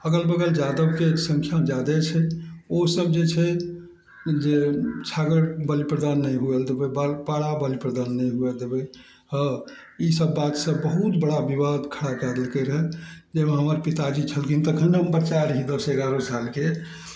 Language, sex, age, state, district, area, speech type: Maithili, male, 60+, Bihar, Araria, rural, spontaneous